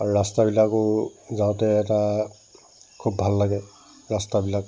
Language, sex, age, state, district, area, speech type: Assamese, male, 45-60, Assam, Dibrugarh, rural, spontaneous